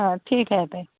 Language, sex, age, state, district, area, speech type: Marathi, female, 45-60, Maharashtra, Nagpur, rural, conversation